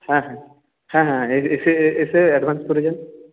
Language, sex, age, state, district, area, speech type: Bengali, male, 30-45, West Bengal, Purulia, rural, conversation